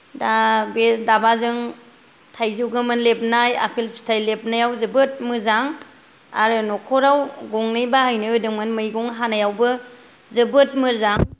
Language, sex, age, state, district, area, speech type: Bodo, female, 45-60, Assam, Kokrajhar, rural, spontaneous